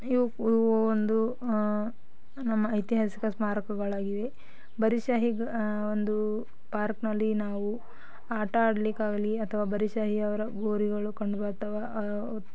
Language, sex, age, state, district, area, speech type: Kannada, female, 18-30, Karnataka, Bidar, rural, spontaneous